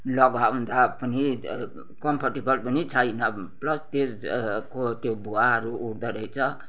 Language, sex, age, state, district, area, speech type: Nepali, female, 60+, West Bengal, Kalimpong, rural, spontaneous